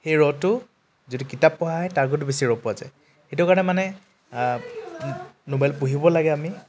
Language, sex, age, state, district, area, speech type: Assamese, male, 18-30, Assam, Tinsukia, urban, spontaneous